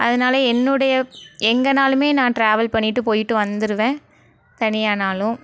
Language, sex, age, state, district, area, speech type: Tamil, female, 18-30, Tamil Nadu, Thoothukudi, rural, spontaneous